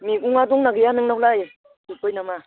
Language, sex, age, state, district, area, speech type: Bodo, female, 60+, Assam, Udalguri, rural, conversation